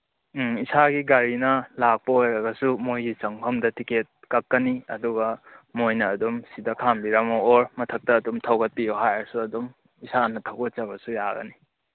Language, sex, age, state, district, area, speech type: Manipuri, male, 18-30, Manipur, Kakching, rural, conversation